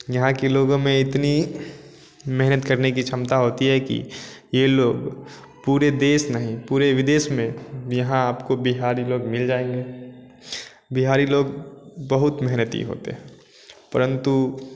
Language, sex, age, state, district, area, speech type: Hindi, male, 18-30, Bihar, Samastipur, rural, spontaneous